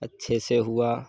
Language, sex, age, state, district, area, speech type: Hindi, male, 30-45, Uttar Pradesh, Lucknow, rural, spontaneous